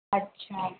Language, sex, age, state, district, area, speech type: Sindhi, female, 18-30, Uttar Pradesh, Lucknow, urban, conversation